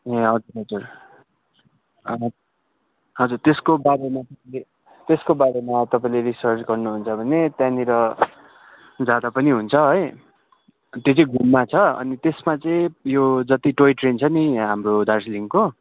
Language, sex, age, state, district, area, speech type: Nepali, male, 30-45, West Bengal, Darjeeling, rural, conversation